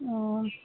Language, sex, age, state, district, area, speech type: Bengali, female, 18-30, West Bengal, Cooch Behar, urban, conversation